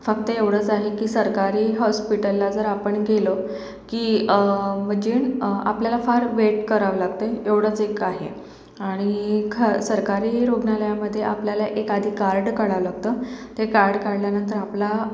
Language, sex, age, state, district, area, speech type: Marathi, female, 45-60, Maharashtra, Akola, urban, spontaneous